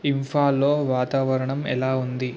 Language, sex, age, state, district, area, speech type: Telugu, male, 18-30, Telangana, Ranga Reddy, urban, read